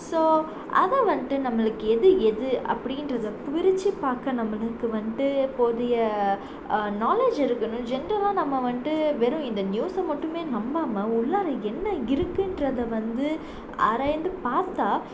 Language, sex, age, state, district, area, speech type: Tamil, female, 18-30, Tamil Nadu, Salem, urban, spontaneous